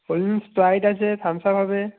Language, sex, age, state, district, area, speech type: Bengali, male, 18-30, West Bengal, Jalpaiguri, rural, conversation